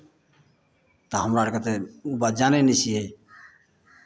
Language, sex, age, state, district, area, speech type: Maithili, male, 60+, Bihar, Madhepura, rural, spontaneous